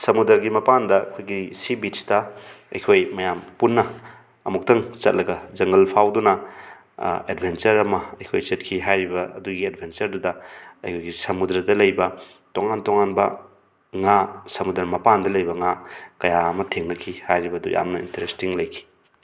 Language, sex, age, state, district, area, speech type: Manipuri, male, 30-45, Manipur, Thoubal, rural, spontaneous